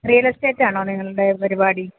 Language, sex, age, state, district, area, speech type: Malayalam, female, 60+, Kerala, Kottayam, rural, conversation